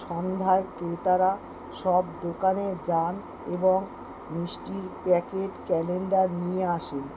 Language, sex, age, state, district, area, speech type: Bengali, female, 45-60, West Bengal, Kolkata, urban, spontaneous